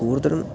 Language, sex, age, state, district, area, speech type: Malayalam, male, 18-30, Kerala, Palakkad, rural, spontaneous